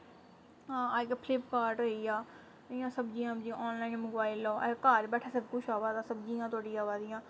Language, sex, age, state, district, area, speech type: Dogri, female, 30-45, Jammu and Kashmir, Samba, rural, spontaneous